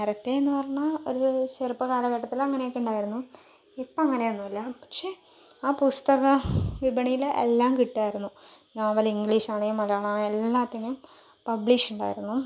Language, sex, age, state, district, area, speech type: Malayalam, female, 45-60, Kerala, Palakkad, urban, spontaneous